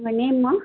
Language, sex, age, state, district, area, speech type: Tamil, female, 18-30, Tamil Nadu, Cuddalore, urban, conversation